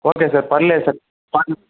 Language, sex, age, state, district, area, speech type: Telugu, male, 45-60, Andhra Pradesh, Chittoor, urban, conversation